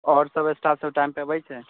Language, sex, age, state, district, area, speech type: Maithili, male, 18-30, Bihar, Muzaffarpur, rural, conversation